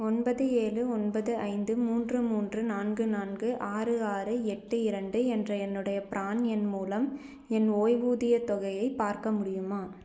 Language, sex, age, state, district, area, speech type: Tamil, female, 18-30, Tamil Nadu, Salem, urban, read